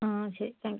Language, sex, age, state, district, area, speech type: Malayalam, female, 18-30, Kerala, Wayanad, rural, conversation